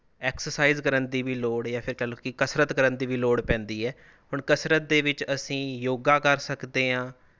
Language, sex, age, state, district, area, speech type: Punjabi, male, 18-30, Punjab, Rupnagar, rural, spontaneous